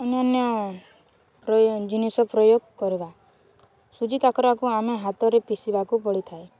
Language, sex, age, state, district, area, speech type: Odia, female, 18-30, Odisha, Balangir, urban, spontaneous